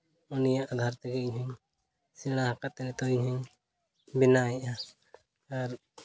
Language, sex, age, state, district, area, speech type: Santali, male, 30-45, Jharkhand, Seraikela Kharsawan, rural, spontaneous